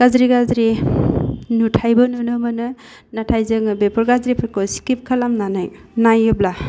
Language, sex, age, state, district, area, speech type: Bodo, female, 30-45, Assam, Udalguri, urban, spontaneous